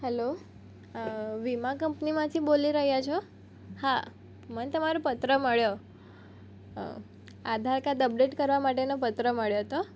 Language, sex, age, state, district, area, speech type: Gujarati, female, 18-30, Gujarat, Surat, rural, spontaneous